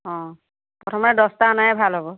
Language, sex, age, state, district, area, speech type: Assamese, female, 60+, Assam, Lakhimpur, rural, conversation